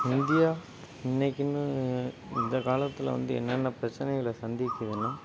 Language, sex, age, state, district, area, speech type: Tamil, male, 45-60, Tamil Nadu, Ariyalur, rural, spontaneous